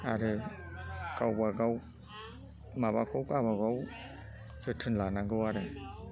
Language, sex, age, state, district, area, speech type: Bodo, male, 60+, Assam, Chirang, rural, spontaneous